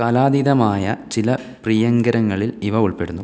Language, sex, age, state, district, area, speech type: Malayalam, male, 18-30, Kerala, Kannur, rural, spontaneous